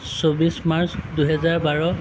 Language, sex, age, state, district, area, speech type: Assamese, male, 45-60, Assam, Lakhimpur, rural, spontaneous